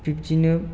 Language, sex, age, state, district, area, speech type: Bodo, male, 18-30, Assam, Chirang, rural, spontaneous